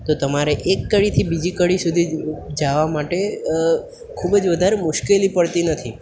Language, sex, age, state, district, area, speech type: Gujarati, male, 18-30, Gujarat, Valsad, rural, spontaneous